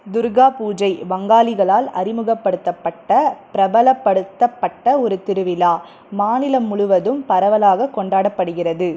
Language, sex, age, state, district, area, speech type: Tamil, female, 18-30, Tamil Nadu, Krishnagiri, rural, read